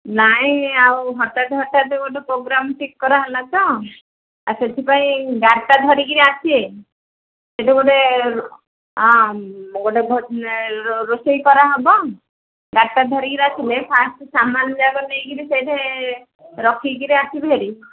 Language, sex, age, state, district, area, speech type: Odia, female, 60+, Odisha, Gajapati, rural, conversation